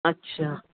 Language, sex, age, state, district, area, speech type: Sindhi, female, 60+, Delhi, South Delhi, urban, conversation